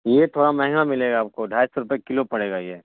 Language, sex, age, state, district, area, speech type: Urdu, male, 30-45, Bihar, Supaul, urban, conversation